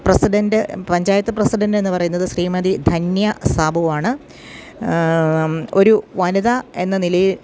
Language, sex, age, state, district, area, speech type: Malayalam, female, 45-60, Kerala, Kottayam, rural, spontaneous